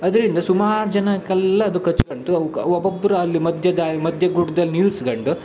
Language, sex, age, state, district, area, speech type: Kannada, male, 18-30, Karnataka, Shimoga, rural, spontaneous